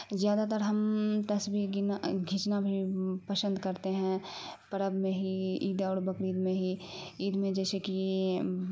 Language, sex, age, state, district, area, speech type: Urdu, female, 18-30, Bihar, Khagaria, rural, spontaneous